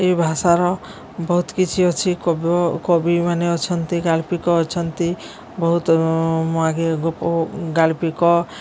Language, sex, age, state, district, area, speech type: Odia, female, 45-60, Odisha, Subarnapur, urban, spontaneous